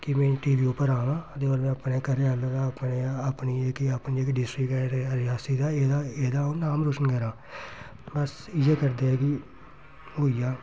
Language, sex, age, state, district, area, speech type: Dogri, male, 30-45, Jammu and Kashmir, Reasi, rural, spontaneous